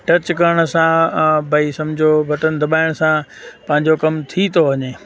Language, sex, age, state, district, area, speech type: Sindhi, male, 30-45, Gujarat, Junagadh, rural, spontaneous